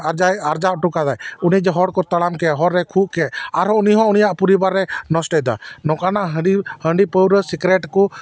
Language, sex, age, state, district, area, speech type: Santali, male, 45-60, West Bengal, Dakshin Dinajpur, rural, spontaneous